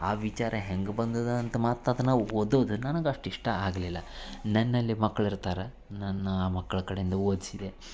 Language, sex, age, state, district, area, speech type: Kannada, male, 30-45, Karnataka, Dharwad, urban, spontaneous